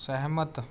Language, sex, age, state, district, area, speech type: Punjabi, male, 18-30, Punjab, Rupnagar, urban, read